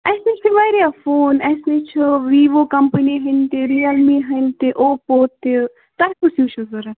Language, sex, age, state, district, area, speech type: Kashmiri, female, 30-45, Jammu and Kashmir, Baramulla, rural, conversation